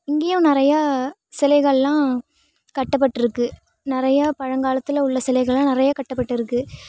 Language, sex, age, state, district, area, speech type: Tamil, female, 18-30, Tamil Nadu, Thanjavur, rural, spontaneous